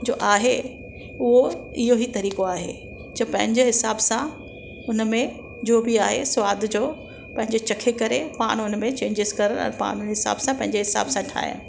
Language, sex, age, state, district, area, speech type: Sindhi, female, 45-60, Maharashtra, Mumbai Suburban, urban, spontaneous